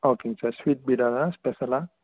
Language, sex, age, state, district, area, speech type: Tamil, male, 18-30, Tamil Nadu, Erode, rural, conversation